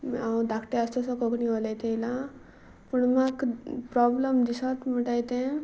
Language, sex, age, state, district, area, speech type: Goan Konkani, female, 18-30, Goa, Salcete, rural, spontaneous